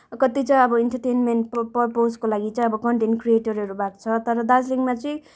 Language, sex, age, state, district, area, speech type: Nepali, female, 18-30, West Bengal, Darjeeling, rural, spontaneous